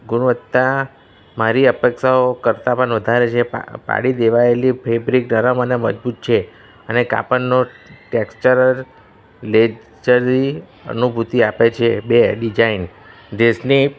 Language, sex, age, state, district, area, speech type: Gujarati, male, 30-45, Gujarat, Kheda, rural, spontaneous